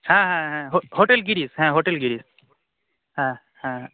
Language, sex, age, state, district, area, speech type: Bengali, male, 18-30, West Bengal, Darjeeling, rural, conversation